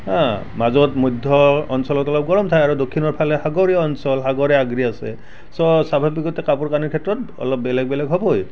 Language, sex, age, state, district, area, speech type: Assamese, male, 60+, Assam, Barpeta, rural, spontaneous